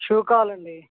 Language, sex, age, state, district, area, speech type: Telugu, male, 30-45, Andhra Pradesh, West Godavari, rural, conversation